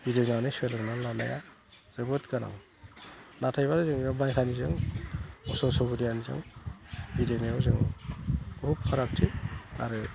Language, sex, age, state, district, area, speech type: Bodo, male, 45-60, Assam, Udalguri, rural, spontaneous